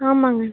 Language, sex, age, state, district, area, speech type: Tamil, male, 18-30, Tamil Nadu, Tiruchirappalli, rural, conversation